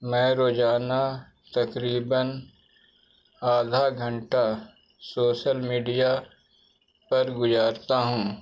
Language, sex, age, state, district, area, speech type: Urdu, male, 45-60, Bihar, Gaya, rural, spontaneous